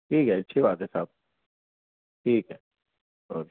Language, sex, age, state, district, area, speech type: Urdu, male, 18-30, Telangana, Hyderabad, urban, conversation